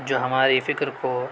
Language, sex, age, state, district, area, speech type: Urdu, male, 18-30, Delhi, South Delhi, urban, spontaneous